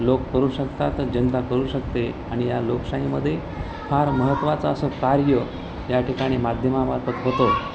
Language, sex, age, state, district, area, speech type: Marathi, male, 30-45, Maharashtra, Nanded, urban, spontaneous